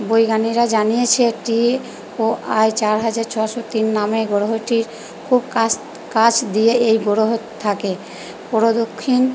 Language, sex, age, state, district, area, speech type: Bengali, female, 30-45, West Bengal, Purba Bardhaman, urban, spontaneous